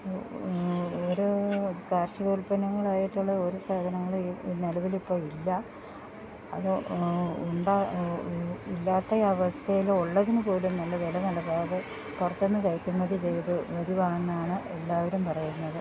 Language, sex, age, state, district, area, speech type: Malayalam, female, 60+, Kerala, Idukki, rural, spontaneous